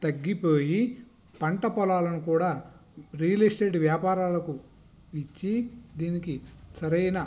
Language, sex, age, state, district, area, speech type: Telugu, male, 45-60, Andhra Pradesh, Visakhapatnam, urban, spontaneous